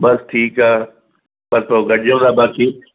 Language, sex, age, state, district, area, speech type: Sindhi, male, 60+, Maharashtra, Thane, urban, conversation